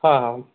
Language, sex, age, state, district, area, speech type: Marathi, male, 30-45, Maharashtra, Osmanabad, rural, conversation